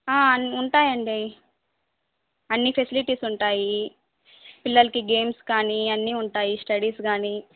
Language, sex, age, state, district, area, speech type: Telugu, female, 18-30, Andhra Pradesh, Kadapa, rural, conversation